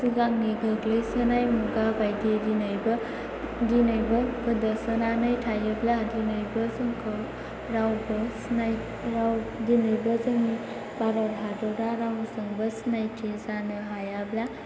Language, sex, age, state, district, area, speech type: Bodo, female, 18-30, Assam, Chirang, rural, spontaneous